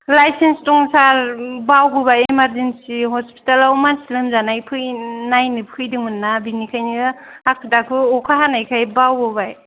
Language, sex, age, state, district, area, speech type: Bodo, female, 18-30, Assam, Kokrajhar, urban, conversation